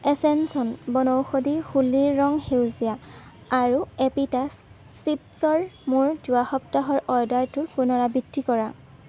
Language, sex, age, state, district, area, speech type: Assamese, female, 18-30, Assam, Golaghat, urban, read